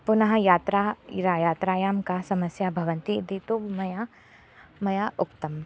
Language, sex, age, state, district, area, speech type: Sanskrit, female, 18-30, Maharashtra, Thane, urban, spontaneous